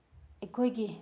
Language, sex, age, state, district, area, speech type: Manipuri, female, 30-45, Manipur, Bishnupur, rural, spontaneous